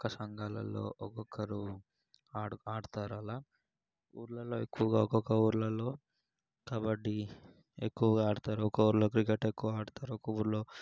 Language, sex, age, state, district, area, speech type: Telugu, male, 18-30, Telangana, Sangareddy, urban, spontaneous